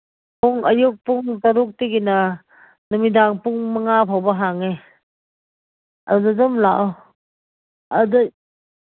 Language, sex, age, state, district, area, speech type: Manipuri, female, 45-60, Manipur, Ukhrul, rural, conversation